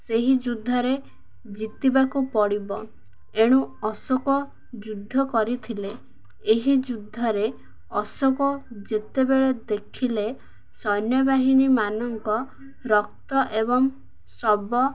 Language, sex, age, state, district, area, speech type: Odia, female, 18-30, Odisha, Ganjam, urban, spontaneous